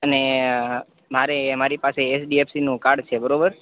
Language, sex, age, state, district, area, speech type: Gujarati, male, 30-45, Gujarat, Rajkot, rural, conversation